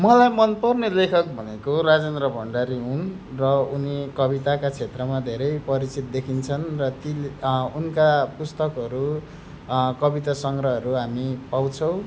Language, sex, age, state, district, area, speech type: Nepali, male, 30-45, West Bengal, Darjeeling, rural, spontaneous